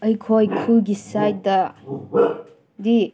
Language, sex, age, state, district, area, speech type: Manipuri, female, 18-30, Manipur, Senapati, rural, spontaneous